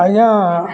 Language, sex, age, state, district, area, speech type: Odia, male, 45-60, Odisha, Bargarh, urban, spontaneous